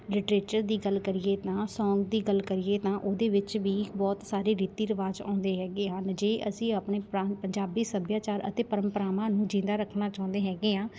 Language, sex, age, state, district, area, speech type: Punjabi, female, 18-30, Punjab, Shaheed Bhagat Singh Nagar, urban, spontaneous